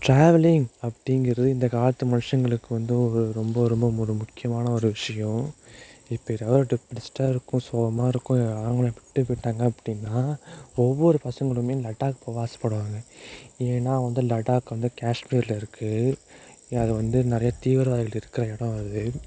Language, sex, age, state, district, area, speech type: Tamil, male, 30-45, Tamil Nadu, Mayiladuthurai, urban, spontaneous